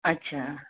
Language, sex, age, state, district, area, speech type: Hindi, female, 60+, Madhya Pradesh, Balaghat, rural, conversation